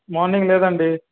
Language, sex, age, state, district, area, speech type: Telugu, male, 30-45, Telangana, Karimnagar, rural, conversation